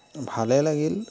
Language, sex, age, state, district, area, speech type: Assamese, male, 30-45, Assam, Charaideo, urban, spontaneous